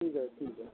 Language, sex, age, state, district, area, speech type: Marathi, male, 45-60, Maharashtra, Amravati, urban, conversation